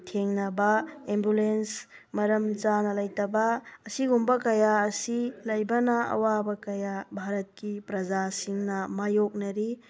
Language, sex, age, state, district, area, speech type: Manipuri, female, 30-45, Manipur, Tengnoupal, rural, spontaneous